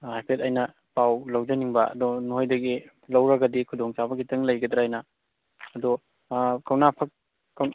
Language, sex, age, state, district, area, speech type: Manipuri, male, 30-45, Manipur, Kakching, rural, conversation